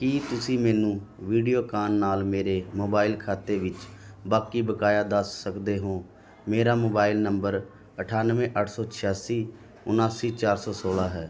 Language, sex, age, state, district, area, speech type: Punjabi, male, 18-30, Punjab, Muktsar, rural, read